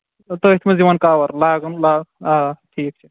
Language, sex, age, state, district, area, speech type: Kashmiri, male, 45-60, Jammu and Kashmir, Kulgam, rural, conversation